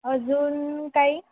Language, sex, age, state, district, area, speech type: Marathi, female, 18-30, Maharashtra, Wardha, rural, conversation